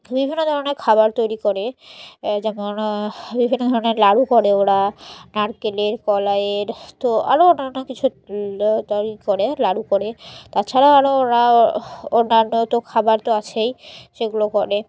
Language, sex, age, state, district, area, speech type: Bengali, female, 18-30, West Bengal, Murshidabad, urban, spontaneous